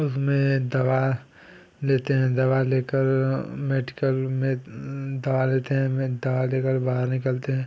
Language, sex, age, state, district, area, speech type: Hindi, male, 18-30, Uttar Pradesh, Ghazipur, rural, spontaneous